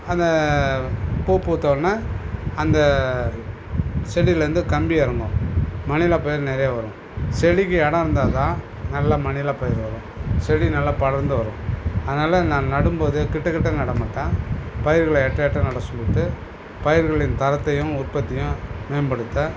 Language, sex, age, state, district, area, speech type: Tamil, male, 60+, Tamil Nadu, Cuddalore, urban, spontaneous